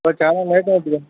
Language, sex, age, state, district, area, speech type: Telugu, male, 60+, Andhra Pradesh, Krishna, urban, conversation